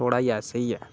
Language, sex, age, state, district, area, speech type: Dogri, male, 18-30, Jammu and Kashmir, Samba, urban, spontaneous